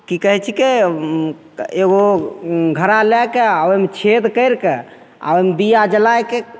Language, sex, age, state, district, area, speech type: Maithili, male, 30-45, Bihar, Begusarai, urban, spontaneous